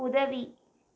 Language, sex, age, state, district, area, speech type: Tamil, female, 18-30, Tamil Nadu, Krishnagiri, rural, read